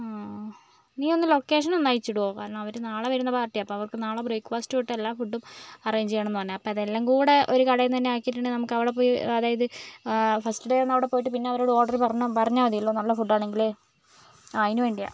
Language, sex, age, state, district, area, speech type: Malayalam, female, 30-45, Kerala, Kozhikode, urban, spontaneous